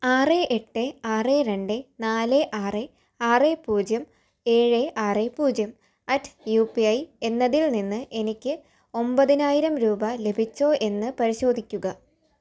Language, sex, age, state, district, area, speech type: Malayalam, female, 18-30, Kerala, Thiruvananthapuram, urban, read